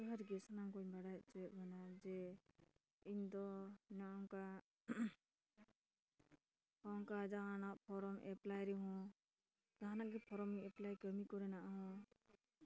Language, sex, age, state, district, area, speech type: Santali, female, 30-45, West Bengal, Dakshin Dinajpur, rural, spontaneous